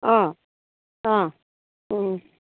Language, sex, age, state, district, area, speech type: Assamese, female, 30-45, Assam, Charaideo, rural, conversation